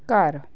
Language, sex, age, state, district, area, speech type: Punjabi, female, 18-30, Punjab, Patiala, rural, read